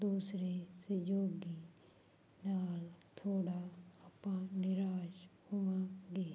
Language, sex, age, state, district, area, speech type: Punjabi, female, 18-30, Punjab, Fazilka, rural, spontaneous